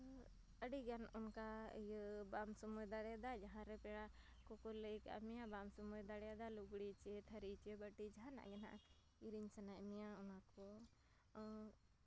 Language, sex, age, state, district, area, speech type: Santali, female, 30-45, Jharkhand, Seraikela Kharsawan, rural, spontaneous